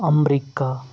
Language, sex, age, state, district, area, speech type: Kashmiri, male, 30-45, Jammu and Kashmir, Srinagar, urban, spontaneous